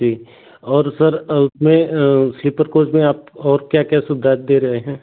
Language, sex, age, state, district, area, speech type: Hindi, male, 30-45, Uttar Pradesh, Ghazipur, rural, conversation